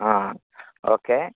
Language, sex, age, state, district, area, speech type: Malayalam, male, 30-45, Kerala, Malappuram, rural, conversation